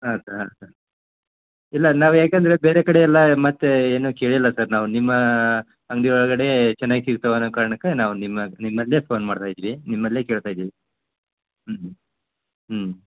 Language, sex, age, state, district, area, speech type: Kannada, male, 30-45, Karnataka, Koppal, rural, conversation